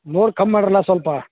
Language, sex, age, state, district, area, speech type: Kannada, male, 45-60, Karnataka, Belgaum, rural, conversation